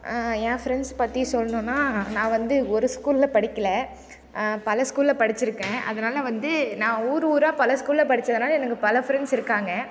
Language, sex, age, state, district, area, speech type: Tamil, female, 18-30, Tamil Nadu, Thanjavur, rural, spontaneous